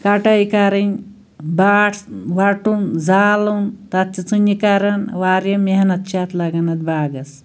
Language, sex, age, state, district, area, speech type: Kashmiri, female, 45-60, Jammu and Kashmir, Anantnag, rural, spontaneous